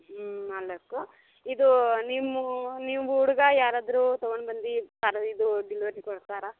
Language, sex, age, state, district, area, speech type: Kannada, female, 18-30, Karnataka, Bangalore Rural, rural, conversation